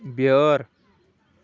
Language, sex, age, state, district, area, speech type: Kashmiri, male, 30-45, Jammu and Kashmir, Anantnag, rural, read